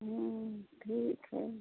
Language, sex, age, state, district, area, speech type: Hindi, female, 30-45, Uttar Pradesh, Jaunpur, rural, conversation